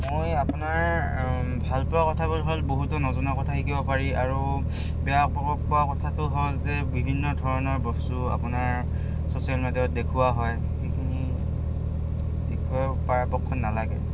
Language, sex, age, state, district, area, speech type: Assamese, male, 18-30, Assam, Goalpara, rural, spontaneous